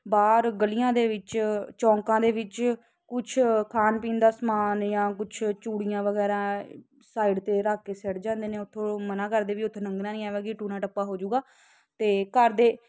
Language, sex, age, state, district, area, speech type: Punjabi, female, 18-30, Punjab, Ludhiana, urban, spontaneous